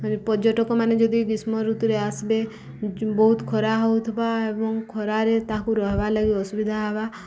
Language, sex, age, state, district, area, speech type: Odia, female, 30-45, Odisha, Subarnapur, urban, spontaneous